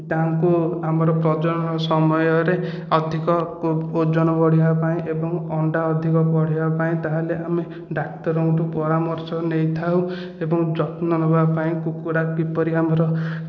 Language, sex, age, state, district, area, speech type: Odia, male, 30-45, Odisha, Khordha, rural, spontaneous